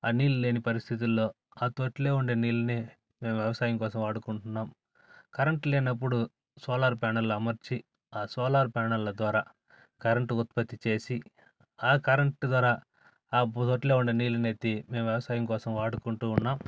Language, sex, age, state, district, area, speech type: Telugu, male, 45-60, Andhra Pradesh, Sri Balaji, urban, spontaneous